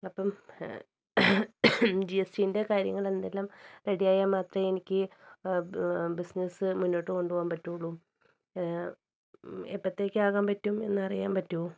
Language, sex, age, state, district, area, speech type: Malayalam, female, 30-45, Kerala, Wayanad, rural, spontaneous